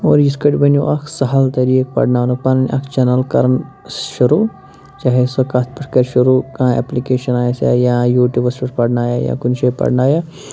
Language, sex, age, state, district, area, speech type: Kashmiri, male, 30-45, Jammu and Kashmir, Shopian, rural, spontaneous